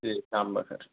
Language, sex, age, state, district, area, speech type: Urdu, male, 18-30, Delhi, South Delhi, rural, conversation